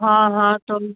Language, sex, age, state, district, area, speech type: Hindi, female, 30-45, Uttar Pradesh, Chandauli, rural, conversation